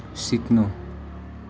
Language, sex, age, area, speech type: Nepali, male, 18-30, rural, read